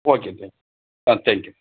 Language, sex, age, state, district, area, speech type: Tamil, male, 45-60, Tamil Nadu, Dharmapuri, urban, conversation